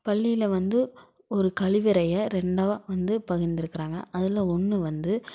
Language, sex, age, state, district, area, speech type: Tamil, female, 18-30, Tamil Nadu, Tiruppur, rural, spontaneous